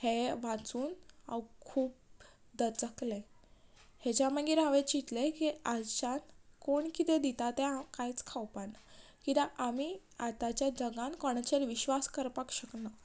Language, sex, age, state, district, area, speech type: Goan Konkani, female, 18-30, Goa, Ponda, rural, spontaneous